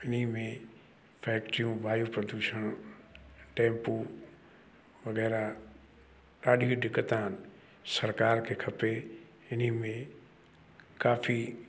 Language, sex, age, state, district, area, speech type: Sindhi, male, 60+, Uttar Pradesh, Lucknow, urban, spontaneous